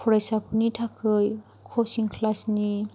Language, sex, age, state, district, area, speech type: Bodo, female, 18-30, Assam, Chirang, rural, spontaneous